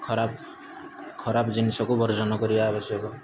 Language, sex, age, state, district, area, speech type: Odia, male, 18-30, Odisha, Rayagada, rural, spontaneous